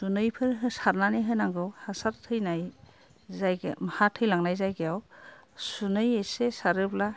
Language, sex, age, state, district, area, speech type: Bodo, female, 60+, Assam, Kokrajhar, rural, spontaneous